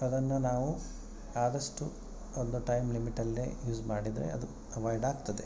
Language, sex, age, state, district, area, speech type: Kannada, male, 30-45, Karnataka, Udupi, rural, spontaneous